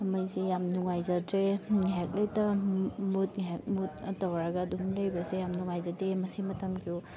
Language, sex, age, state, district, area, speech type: Manipuri, female, 30-45, Manipur, Thoubal, rural, spontaneous